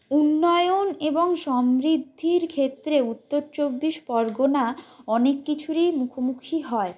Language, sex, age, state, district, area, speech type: Bengali, female, 18-30, West Bengal, North 24 Parganas, rural, spontaneous